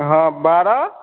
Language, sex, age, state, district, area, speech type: Hindi, male, 18-30, Bihar, Vaishali, urban, conversation